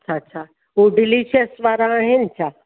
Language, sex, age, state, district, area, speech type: Sindhi, female, 60+, Uttar Pradesh, Lucknow, urban, conversation